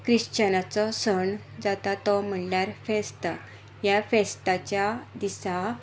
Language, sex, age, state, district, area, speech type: Goan Konkani, female, 45-60, Goa, Tiswadi, rural, spontaneous